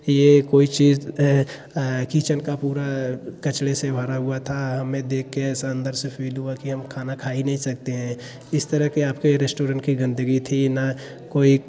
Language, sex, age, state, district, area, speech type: Hindi, male, 18-30, Uttar Pradesh, Jaunpur, rural, spontaneous